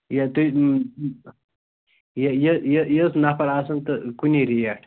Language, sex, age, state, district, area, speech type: Kashmiri, male, 30-45, Jammu and Kashmir, Bandipora, rural, conversation